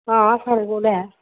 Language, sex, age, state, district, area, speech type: Dogri, female, 45-60, Jammu and Kashmir, Reasi, rural, conversation